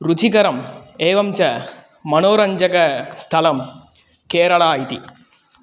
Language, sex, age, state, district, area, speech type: Sanskrit, male, 18-30, Tamil Nadu, Kanyakumari, urban, spontaneous